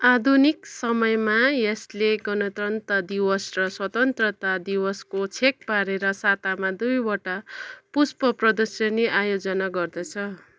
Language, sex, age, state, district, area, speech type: Nepali, female, 45-60, West Bengal, Darjeeling, rural, read